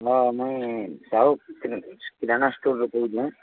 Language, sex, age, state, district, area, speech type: Odia, male, 45-60, Odisha, Nuapada, urban, conversation